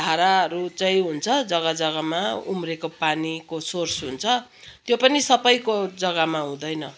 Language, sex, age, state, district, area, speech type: Nepali, female, 60+, West Bengal, Kalimpong, rural, spontaneous